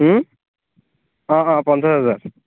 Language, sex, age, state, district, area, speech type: Assamese, male, 18-30, Assam, Barpeta, rural, conversation